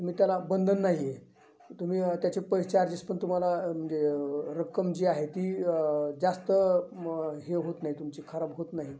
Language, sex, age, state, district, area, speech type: Marathi, male, 60+, Maharashtra, Osmanabad, rural, spontaneous